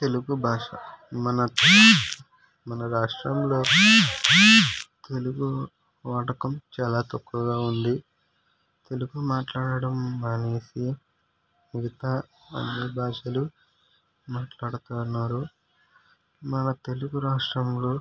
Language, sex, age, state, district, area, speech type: Telugu, male, 18-30, Andhra Pradesh, West Godavari, rural, spontaneous